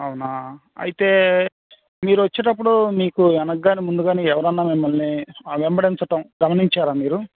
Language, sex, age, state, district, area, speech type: Telugu, male, 30-45, Andhra Pradesh, Bapatla, urban, conversation